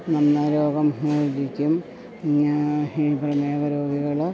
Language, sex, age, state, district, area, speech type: Malayalam, female, 60+, Kerala, Idukki, rural, spontaneous